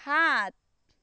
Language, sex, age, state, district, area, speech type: Assamese, female, 18-30, Assam, Dhemaji, rural, read